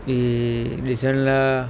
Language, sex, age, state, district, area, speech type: Sindhi, male, 45-60, Gujarat, Kutch, rural, spontaneous